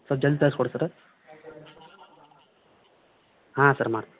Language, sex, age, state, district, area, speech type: Kannada, male, 45-60, Karnataka, Belgaum, rural, conversation